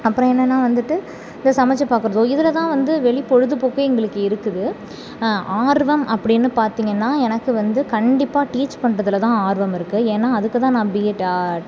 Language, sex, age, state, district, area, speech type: Tamil, female, 30-45, Tamil Nadu, Thanjavur, rural, spontaneous